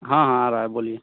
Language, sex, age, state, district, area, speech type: Hindi, male, 18-30, Bihar, Begusarai, rural, conversation